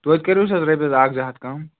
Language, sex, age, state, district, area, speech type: Kashmiri, male, 18-30, Jammu and Kashmir, Ganderbal, rural, conversation